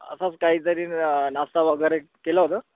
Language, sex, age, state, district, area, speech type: Marathi, male, 30-45, Maharashtra, Gadchiroli, rural, conversation